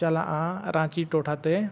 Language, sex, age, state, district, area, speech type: Santali, male, 18-30, Jharkhand, East Singhbhum, rural, spontaneous